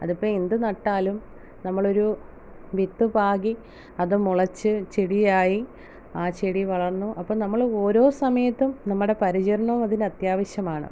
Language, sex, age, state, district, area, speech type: Malayalam, female, 30-45, Kerala, Alappuzha, rural, spontaneous